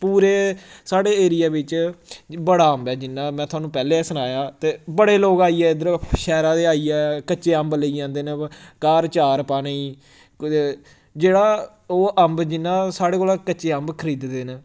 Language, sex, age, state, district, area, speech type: Dogri, male, 18-30, Jammu and Kashmir, Samba, rural, spontaneous